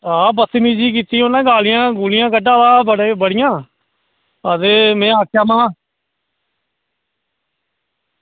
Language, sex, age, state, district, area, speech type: Dogri, male, 30-45, Jammu and Kashmir, Reasi, rural, conversation